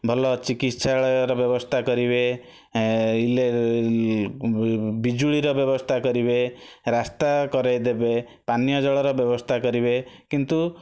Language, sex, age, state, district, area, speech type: Odia, male, 30-45, Odisha, Bhadrak, rural, spontaneous